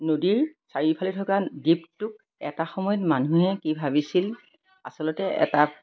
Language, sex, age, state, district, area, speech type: Assamese, female, 60+, Assam, Majuli, urban, spontaneous